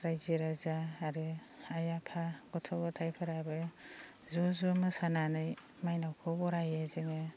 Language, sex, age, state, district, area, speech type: Bodo, female, 30-45, Assam, Baksa, rural, spontaneous